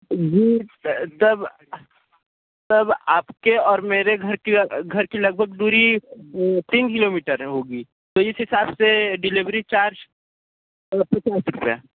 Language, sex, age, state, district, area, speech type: Hindi, male, 18-30, Uttar Pradesh, Sonbhadra, rural, conversation